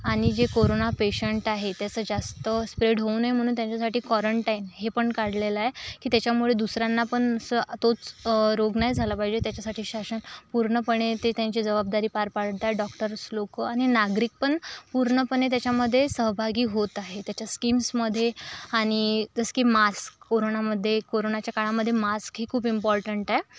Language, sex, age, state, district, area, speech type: Marathi, male, 45-60, Maharashtra, Yavatmal, rural, spontaneous